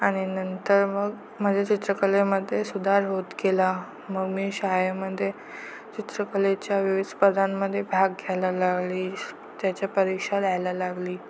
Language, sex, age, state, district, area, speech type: Marathi, female, 18-30, Maharashtra, Ratnagiri, rural, spontaneous